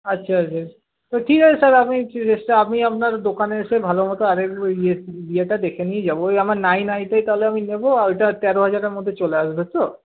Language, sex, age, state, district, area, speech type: Bengali, male, 18-30, West Bengal, Paschim Bardhaman, urban, conversation